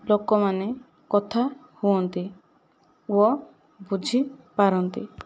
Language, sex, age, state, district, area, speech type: Odia, female, 18-30, Odisha, Kandhamal, rural, spontaneous